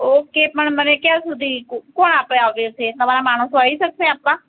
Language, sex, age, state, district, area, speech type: Gujarati, female, 18-30, Gujarat, Ahmedabad, urban, conversation